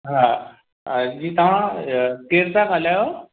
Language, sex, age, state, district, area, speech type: Sindhi, male, 30-45, Maharashtra, Mumbai Suburban, urban, conversation